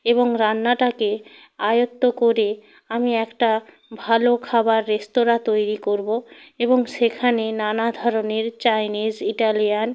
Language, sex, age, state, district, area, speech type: Bengali, female, 45-60, West Bengal, Hooghly, rural, spontaneous